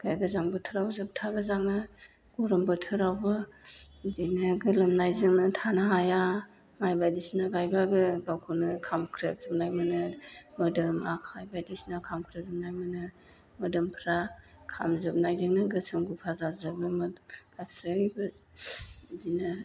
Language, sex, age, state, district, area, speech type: Bodo, female, 45-60, Assam, Chirang, rural, spontaneous